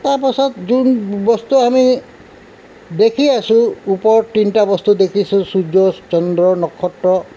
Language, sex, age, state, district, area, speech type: Assamese, male, 60+, Assam, Tinsukia, rural, spontaneous